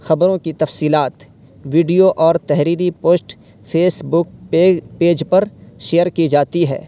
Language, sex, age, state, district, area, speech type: Urdu, male, 18-30, Uttar Pradesh, Saharanpur, urban, spontaneous